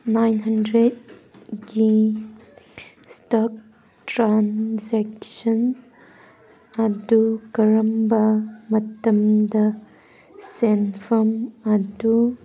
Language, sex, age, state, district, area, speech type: Manipuri, female, 18-30, Manipur, Kangpokpi, urban, read